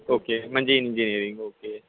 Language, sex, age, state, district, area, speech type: Marathi, male, 18-30, Maharashtra, Ratnagiri, rural, conversation